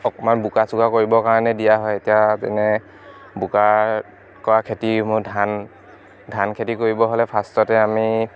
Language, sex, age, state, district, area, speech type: Assamese, male, 18-30, Assam, Dibrugarh, rural, spontaneous